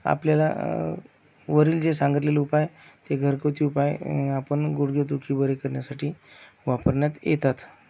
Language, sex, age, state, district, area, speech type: Marathi, male, 45-60, Maharashtra, Akola, rural, spontaneous